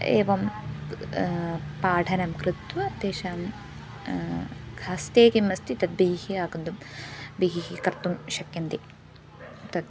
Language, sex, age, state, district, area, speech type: Sanskrit, female, 18-30, Kerala, Thrissur, urban, spontaneous